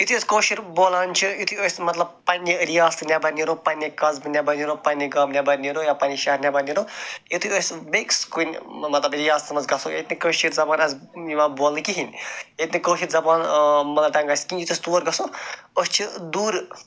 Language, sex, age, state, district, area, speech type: Kashmiri, male, 45-60, Jammu and Kashmir, Ganderbal, urban, spontaneous